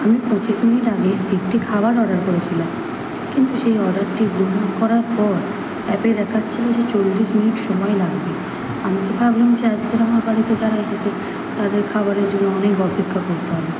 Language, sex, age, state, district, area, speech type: Bengali, female, 18-30, West Bengal, Kolkata, urban, spontaneous